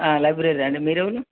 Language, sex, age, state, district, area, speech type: Telugu, male, 18-30, Telangana, Hanamkonda, urban, conversation